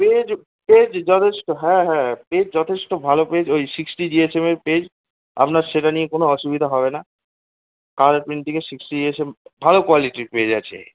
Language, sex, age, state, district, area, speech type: Bengali, male, 18-30, West Bengal, Kolkata, urban, conversation